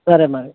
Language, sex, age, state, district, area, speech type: Telugu, male, 18-30, Telangana, Khammam, urban, conversation